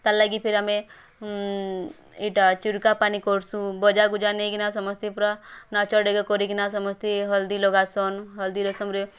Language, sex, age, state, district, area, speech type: Odia, female, 18-30, Odisha, Bargarh, rural, spontaneous